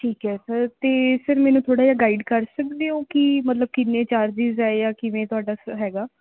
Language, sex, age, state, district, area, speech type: Punjabi, female, 18-30, Punjab, Bathinda, urban, conversation